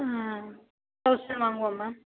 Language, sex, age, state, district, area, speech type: Tamil, female, 45-60, Tamil Nadu, Tiruvarur, rural, conversation